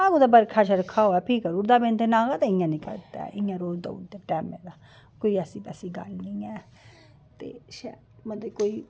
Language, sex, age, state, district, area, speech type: Dogri, female, 45-60, Jammu and Kashmir, Udhampur, rural, spontaneous